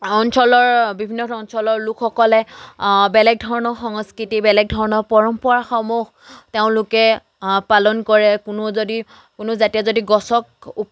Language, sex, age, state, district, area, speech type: Assamese, female, 18-30, Assam, Charaideo, rural, spontaneous